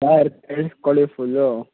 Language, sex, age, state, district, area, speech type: Kannada, male, 18-30, Karnataka, Mysore, rural, conversation